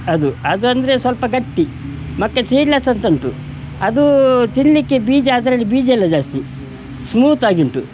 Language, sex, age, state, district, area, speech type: Kannada, male, 60+, Karnataka, Udupi, rural, spontaneous